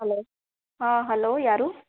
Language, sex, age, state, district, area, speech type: Kannada, female, 30-45, Karnataka, Gulbarga, urban, conversation